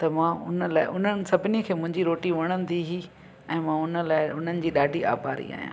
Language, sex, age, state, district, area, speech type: Sindhi, female, 45-60, Gujarat, Junagadh, rural, spontaneous